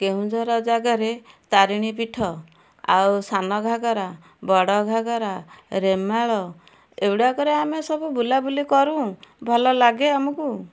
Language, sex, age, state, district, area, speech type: Odia, female, 60+, Odisha, Kendujhar, urban, spontaneous